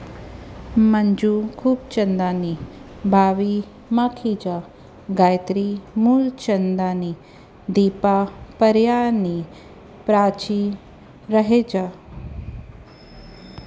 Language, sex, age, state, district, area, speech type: Sindhi, female, 30-45, Maharashtra, Thane, urban, spontaneous